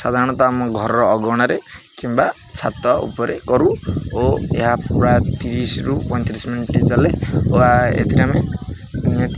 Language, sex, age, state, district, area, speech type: Odia, male, 18-30, Odisha, Jagatsinghpur, rural, spontaneous